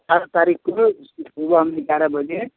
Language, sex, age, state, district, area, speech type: Hindi, male, 45-60, Uttar Pradesh, Chandauli, urban, conversation